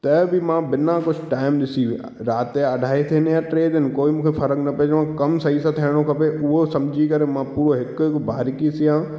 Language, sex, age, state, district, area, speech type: Sindhi, male, 18-30, Madhya Pradesh, Katni, urban, spontaneous